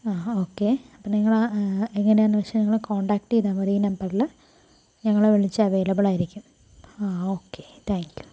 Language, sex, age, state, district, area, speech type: Malayalam, female, 30-45, Kerala, Palakkad, rural, spontaneous